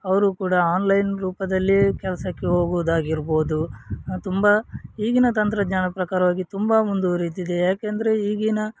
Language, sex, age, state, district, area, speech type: Kannada, male, 30-45, Karnataka, Udupi, rural, spontaneous